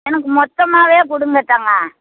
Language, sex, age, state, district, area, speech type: Tamil, female, 60+, Tamil Nadu, Madurai, rural, conversation